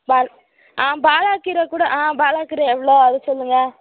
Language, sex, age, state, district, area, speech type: Tamil, female, 18-30, Tamil Nadu, Madurai, urban, conversation